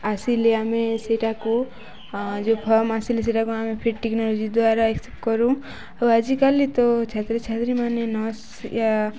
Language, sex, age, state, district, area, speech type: Odia, female, 18-30, Odisha, Nuapada, urban, spontaneous